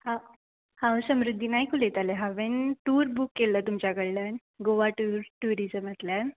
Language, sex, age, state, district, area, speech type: Goan Konkani, female, 18-30, Goa, Ponda, rural, conversation